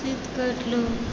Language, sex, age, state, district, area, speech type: Maithili, female, 30-45, Bihar, Supaul, rural, spontaneous